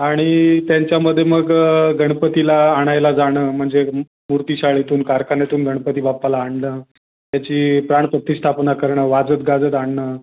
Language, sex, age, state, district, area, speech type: Marathi, male, 30-45, Maharashtra, Raigad, rural, conversation